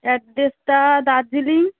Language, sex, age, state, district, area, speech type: Bengali, female, 30-45, West Bengal, Darjeeling, urban, conversation